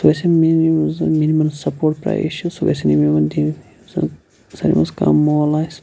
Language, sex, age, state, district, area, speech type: Kashmiri, male, 45-60, Jammu and Kashmir, Shopian, urban, spontaneous